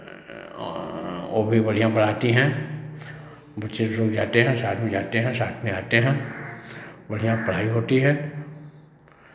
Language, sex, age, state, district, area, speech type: Hindi, male, 45-60, Uttar Pradesh, Chandauli, urban, spontaneous